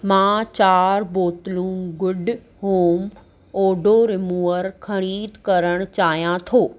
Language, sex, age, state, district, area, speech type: Sindhi, female, 30-45, Maharashtra, Thane, urban, read